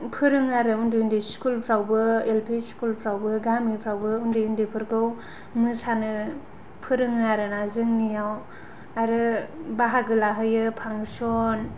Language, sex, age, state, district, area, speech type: Bodo, female, 18-30, Assam, Kokrajhar, urban, spontaneous